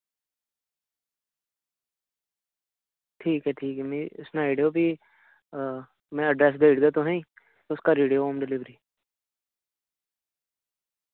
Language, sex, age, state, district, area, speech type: Dogri, male, 30-45, Jammu and Kashmir, Reasi, urban, conversation